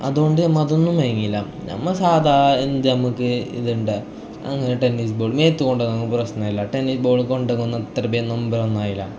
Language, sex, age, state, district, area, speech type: Malayalam, male, 18-30, Kerala, Kasaragod, urban, spontaneous